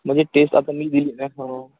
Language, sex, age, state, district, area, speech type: Marathi, male, 18-30, Maharashtra, Gadchiroli, rural, conversation